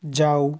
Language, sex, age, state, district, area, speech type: Bengali, male, 30-45, West Bengal, Jalpaiguri, rural, read